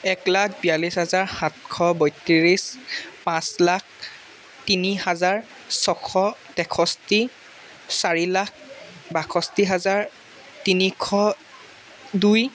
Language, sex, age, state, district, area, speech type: Assamese, male, 18-30, Assam, Jorhat, urban, spontaneous